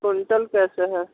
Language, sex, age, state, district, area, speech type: Hindi, male, 30-45, Uttar Pradesh, Sonbhadra, rural, conversation